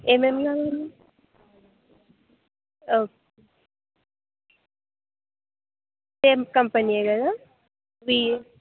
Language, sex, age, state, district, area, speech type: Telugu, female, 18-30, Telangana, Jayashankar, urban, conversation